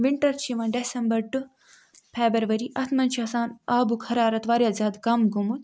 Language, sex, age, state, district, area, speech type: Kashmiri, female, 60+, Jammu and Kashmir, Ganderbal, urban, spontaneous